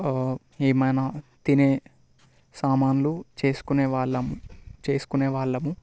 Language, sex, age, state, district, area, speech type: Telugu, male, 18-30, Telangana, Vikarabad, urban, spontaneous